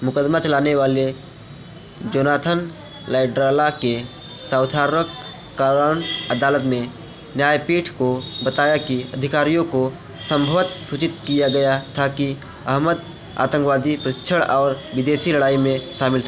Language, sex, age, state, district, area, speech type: Hindi, male, 18-30, Uttar Pradesh, Mirzapur, rural, read